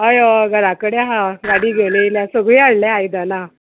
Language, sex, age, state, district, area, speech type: Goan Konkani, female, 45-60, Goa, Murmgao, urban, conversation